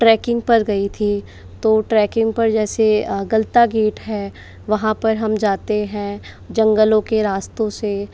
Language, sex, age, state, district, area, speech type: Hindi, female, 30-45, Rajasthan, Jaipur, urban, spontaneous